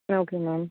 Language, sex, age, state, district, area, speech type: Tamil, female, 60+, Tamil Nadu, Mayiladuthurai, rural, conversation